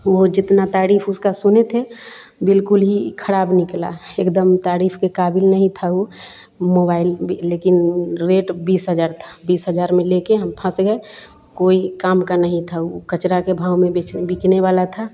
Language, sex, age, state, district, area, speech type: Hindi, female, 45-60, Bihar, Vaishali, urban, spontaneous